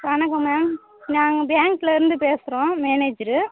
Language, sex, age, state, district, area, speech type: Tamil, female, 30-45, Tamil Nadu, Tirupattur, rural, conversation